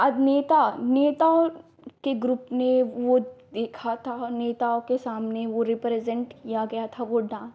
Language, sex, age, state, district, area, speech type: Hindi, female, 18-30, Uttar Pradesh, Ghazipur, urban, spontaneous